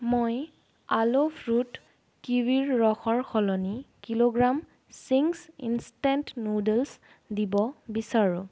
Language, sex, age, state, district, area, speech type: Assamese, female, 30-45, Assam, Sonitpur, rural, read